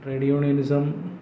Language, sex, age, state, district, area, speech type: Malayalam, male, 60+, Kerala, Kollam, rural, spontaneous